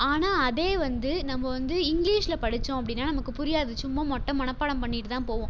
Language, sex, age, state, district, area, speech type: Tamil, female, 18-30, Tamil Nadu, Tiruchirappalli, rural, spontaneous